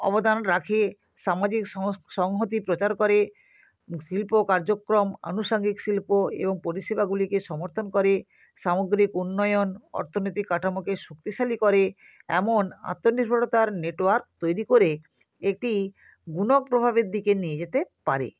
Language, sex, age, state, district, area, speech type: Bengali, female, 45-60, West Bengal, Nadia, rural, spontaneous